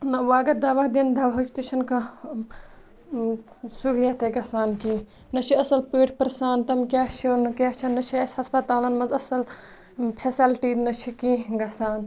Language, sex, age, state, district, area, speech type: Kashmiri, female, 18-30, Jammu and Kashmir, Kupwara, rural, spontaneous